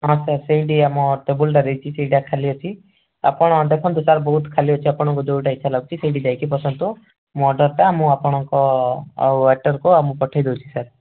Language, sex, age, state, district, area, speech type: Odia, male, 18-30, Odisha, Rayagada, rural, conversation